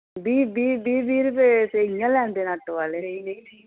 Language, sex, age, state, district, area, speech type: Dogri, female, 45-60, Jammu and Kashmir, Samba, urban, conversation